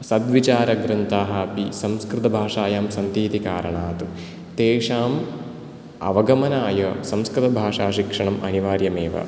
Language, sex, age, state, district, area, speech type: Sanskrit, male, 18-30, Kerala, Ernakulam, urban, spontaneous